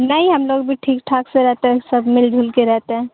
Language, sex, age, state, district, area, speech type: Urdu, female, 18-30, Bihar, Supaul, rural, conversation